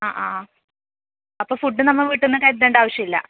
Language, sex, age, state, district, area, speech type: Malayalam, female, 18-30, Kerala, Kasaragod, rural, conversation